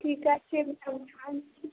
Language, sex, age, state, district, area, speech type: Bengali, female, 18-30, West Bengal, Murshidabad, rural, conversation